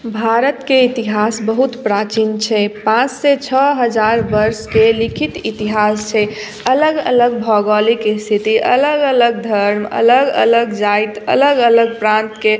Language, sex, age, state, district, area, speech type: Maithili, female, 18-30, Bihar, Madhubani, rural, spontaneous